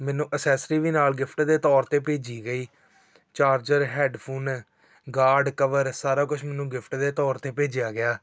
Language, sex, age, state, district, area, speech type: Punjabi, male, 18-30, Punjab, Tarn Taran, urban, spontaneous